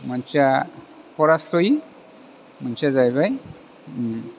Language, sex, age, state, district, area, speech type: Bodo, male, 45-60, Assam, Chirang, rural, spontaneous